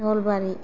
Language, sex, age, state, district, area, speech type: Bodo, female, 18-30, Assam, Kokrajhar, rural, spontaneous